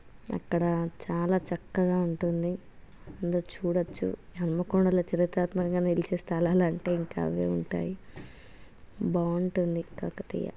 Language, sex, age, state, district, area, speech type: Telugu, female, 30-45, Telangana, Hanamkonda, rural, spontaneous